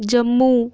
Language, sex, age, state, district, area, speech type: Dogri, female, 18-30, Jammu and Kashmir, Udhampur, rural, spontaneous